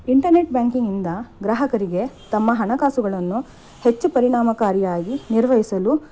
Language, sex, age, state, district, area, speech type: Kannada, female, 30-45, Karnataka, Shimoga, rural, spontaneous